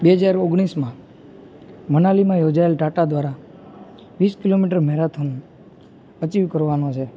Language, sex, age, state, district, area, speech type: Gujarati, male, 18-30, Gujarat, Junagadh, urban, spontaneous